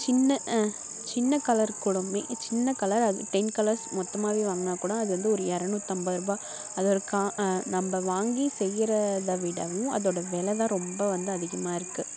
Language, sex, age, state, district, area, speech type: Tamil, female, 18-30, Tamil Nadu, Kallakurichi, urban, spontaneous